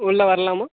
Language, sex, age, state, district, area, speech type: Tamil, male, 18-30, Tamil Nadu, Kallakurichi, rural, conversation